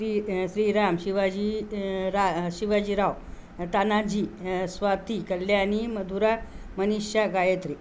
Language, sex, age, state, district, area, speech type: Marathi, female, 60+, Maharashtra, Nanded, rural, spontaneous